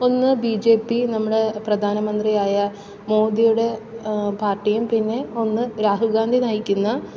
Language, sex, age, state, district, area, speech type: Malayalam, female, 18-30, Kerala, Thiruvananthapuram, urban, spontaneous